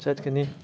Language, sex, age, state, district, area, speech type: Manipuri, male, 18-30, Manipur, Chandel, rural, spontaneous